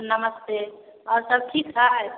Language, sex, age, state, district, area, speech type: Maithili, female, 18-30, Bihar, Samastipur, urban, conversation